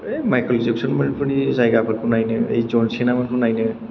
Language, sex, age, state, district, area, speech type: Bodo, male, 18-30, Assam, Chirang, urban, spontaneous